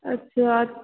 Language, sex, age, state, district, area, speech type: Sindhi, female, 18-30, Rajasthan, Ajmer, urban, conversation